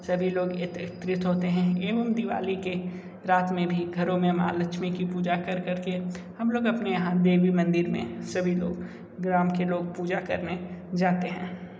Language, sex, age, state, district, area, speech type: Hindi, male, 60+, Uttar Pradesh, Sonbhadra, rural, spontaneous